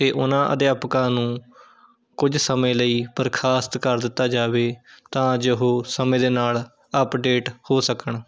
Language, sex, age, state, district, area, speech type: Punjabi, male, 18-30, Punjab, Shaheed Bhagat Singh Nagar, urban, spontaneous